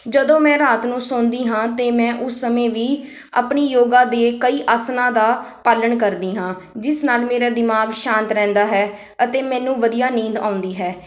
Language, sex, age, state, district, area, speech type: Punjabi, female, 18-30, Punjab, Kapurthala, rural, spontaneous